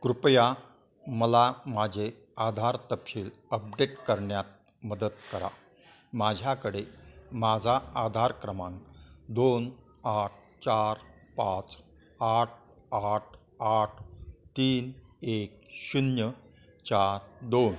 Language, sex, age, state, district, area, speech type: Marathi, male, 60+, Maharashtra, Kolhapur, urban, read